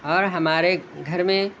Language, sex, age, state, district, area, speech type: Urdu, male, 30-45, Uttar Pradesh, Shahjahanpur, urban, spontaneous